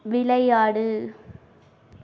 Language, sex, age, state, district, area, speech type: Tamil, female, 30-45, Tamil Nadu, Tiruvarur, rural, read